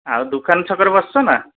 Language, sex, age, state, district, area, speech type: Odia, male, 30-45, Odisha, Dhenkanal, rural, conversation